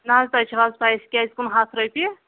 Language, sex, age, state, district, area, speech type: Kashmiri, female, 30-45, Jammu and Kashmir, Anantnag, rural, conversation